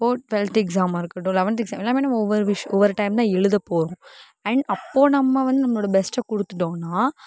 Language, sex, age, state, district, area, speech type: Tamil, female, 18-30, Tamil Nadu, Sivaganga, rural, spontaneous